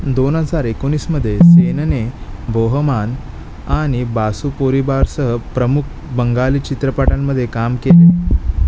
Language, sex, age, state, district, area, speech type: Marathi, male, 18-30, Maharashtra, Mumbai Suburban, urban, read